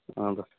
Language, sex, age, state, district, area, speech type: Kannada, male, 30-45, Karnataka, Bagalkot, rural, conversation